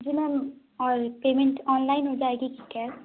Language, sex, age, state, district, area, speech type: Hindi, female, 18-30, Madhya Pradesh, Katni, urban, conversation